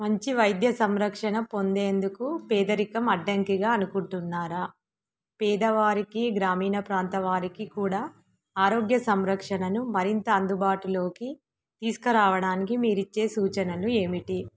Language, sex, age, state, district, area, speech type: Telugu, female, 30-45, Telangana, Warangal, rural, spontaneous